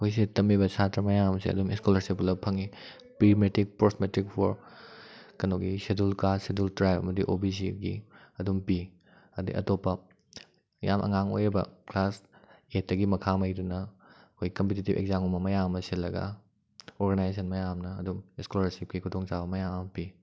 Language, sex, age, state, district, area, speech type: Manipuri, male, 18-30, Manipur, Kakching, rural, spontaneous